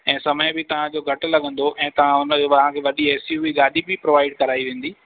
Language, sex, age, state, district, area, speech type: Sindhi, male, 18-30, Madhya Pradesh, Katni, urban, conversation